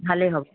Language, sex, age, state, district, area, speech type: Assamese, female, 45-60, Assam, Golaghat, rural, conversation